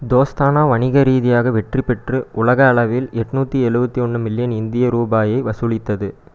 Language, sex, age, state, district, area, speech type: Tamil, male, 18-30, Tamil Nadu, Erode, rural, read